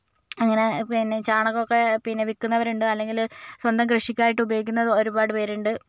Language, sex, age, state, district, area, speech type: Malayalam, female, 45-60, Kerala, Kozhikode, urban, spontaneous